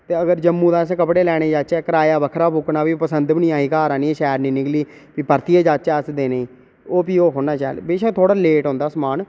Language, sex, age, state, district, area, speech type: Dogri, male, 18-30, Jammu and Kashmir, Reasi, rural, spontaneous